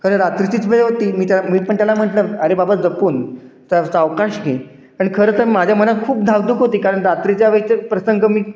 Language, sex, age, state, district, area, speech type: Marathi, male, 30-45, Maharashtra, Satara, urban, spontaneous